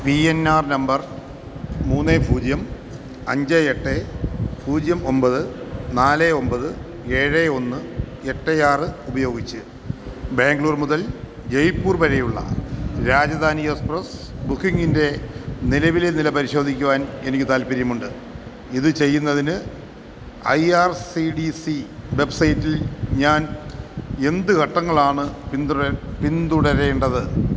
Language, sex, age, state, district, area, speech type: Malayalam, male, 45-60, Kerala, Kollam, rural, read